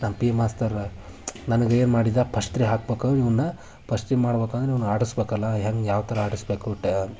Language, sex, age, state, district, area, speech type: Kannada, male, 18-30, Karnataka, Haveri, rural, spontaneous